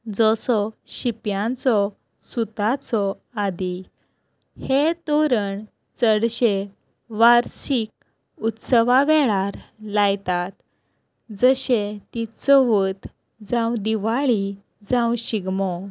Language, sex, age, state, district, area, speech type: Goan Konkani, female, 30-45, Goa, Quepem, rural, spontaneous